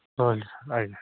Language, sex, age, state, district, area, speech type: Odia, male, 18-30, Odisha, Jagatsinghpur, rural, conversation